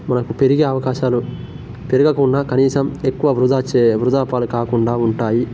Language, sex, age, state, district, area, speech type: Telugu, male, 18-30, Telangana, Nirmal, rural, spontaneous